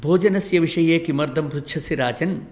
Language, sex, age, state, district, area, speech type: Sanskrit, male, 60+, Telangana, Peddapalli, urban, spontaneous